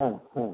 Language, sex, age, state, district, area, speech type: Malayalam, male, 60+, Kerala, Malappuram, rural, conversation